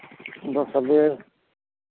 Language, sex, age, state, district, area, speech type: Santali, male, 18-30, West Bengal, Birbhum, rural, conversation